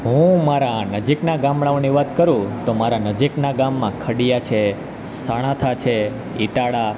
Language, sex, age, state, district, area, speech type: Gujarati, male, 18-30, Gujarat, Junagadh, rural, spontaneous